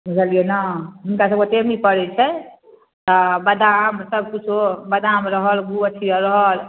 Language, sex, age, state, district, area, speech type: Maithili, female, 45-60, Bihar, Darbhanga, urban, conversation